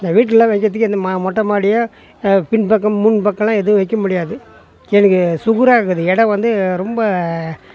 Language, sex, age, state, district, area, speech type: Tamil, male, 60+, Tamil Nadu, Tiruvannamalai, rural, spontaneous